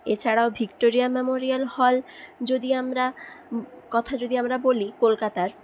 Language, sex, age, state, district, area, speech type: Bengali, female, 30-45, West Bengal, Purulia, rural, spontaneous